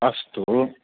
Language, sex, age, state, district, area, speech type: Sanskrit, male, 18-30, Karnataka, Uttara Kannada, rural, conversation